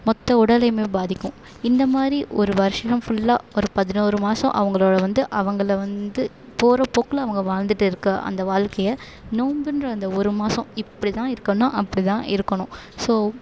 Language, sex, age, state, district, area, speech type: Tamil, female, 18-30, Tamil Nadu, Perambalur, rural, spontaneous